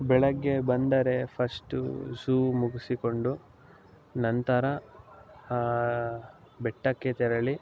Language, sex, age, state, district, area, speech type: Kannada, male, 18-30, Karnataka, Mysore, urban, spontaneous